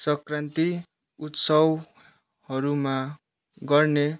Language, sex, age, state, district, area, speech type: Nepali, male, 18-30, West Bengal, Kalimpong, rural, read